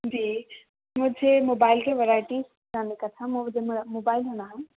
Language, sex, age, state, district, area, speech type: Urdu, female, 18-30, Telangana, Hyderabad, urban, conversation